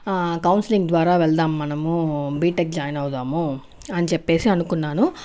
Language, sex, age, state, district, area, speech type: Telugu, female, 30-45, Andhra Pradesh, Chittoor, urban, spontaneous